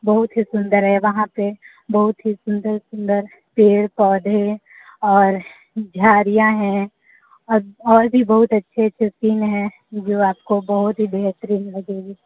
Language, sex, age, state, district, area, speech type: Hindi, female, 30-45, Uttar Pradesh, Sonbhadra, rural, conversation